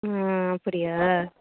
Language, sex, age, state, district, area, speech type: Tamil, female, 18-30, Tamil Nadu, Nagapattinam, rural, conversation